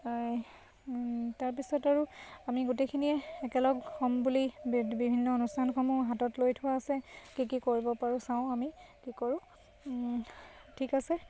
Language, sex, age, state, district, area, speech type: Assamese, female, 30-45, Assam, Sivasagar, rural, spontaneous